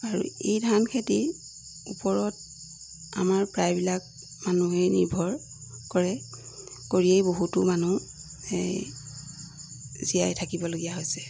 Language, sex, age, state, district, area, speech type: Assamese, female, 45-60, Assam, Jorhat, urban, spontaneous